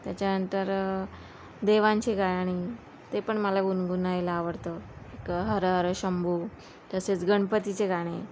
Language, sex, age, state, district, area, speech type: Marathi, female, 30-45, Maharashtra, Thane, urban, spontaneous